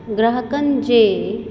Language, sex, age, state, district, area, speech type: Sindhi, female, 30-45, Uttar Pradesh, Lucknow, urban, read